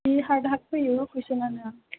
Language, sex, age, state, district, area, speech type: Bodo, female, 18-30, Assam, Chirang, rural, conversation